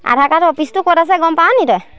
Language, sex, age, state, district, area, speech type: Assamese, female, 30-45, Assam, Lakhimpur, rural, spontaneous